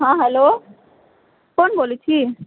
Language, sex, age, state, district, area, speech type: Maithili, female, 18-30, Bihar, Sitamarhi, rural, conversation